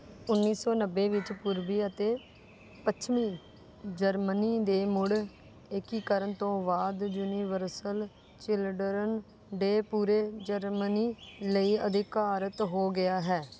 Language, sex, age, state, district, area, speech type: Punjabi, female, 30-45, Punjab, Rupnagar, rural, read